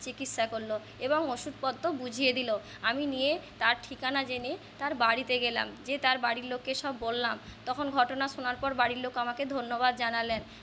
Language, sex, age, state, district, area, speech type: Bengali, female, 30-45, West Bengal, Paschim Medinipur, rural, spontaneous